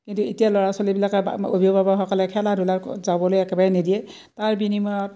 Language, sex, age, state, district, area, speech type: Assamese, female, 60+, Assam, Udalguri, rural, spontaneous